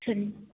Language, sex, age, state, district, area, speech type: Tamil, female, 30-45, Tamil Nadu, Nilgiris, rural, conversation